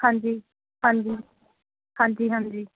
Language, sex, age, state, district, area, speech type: Punjabi, female, 18-30, Punjab, Mohali, urban, conversation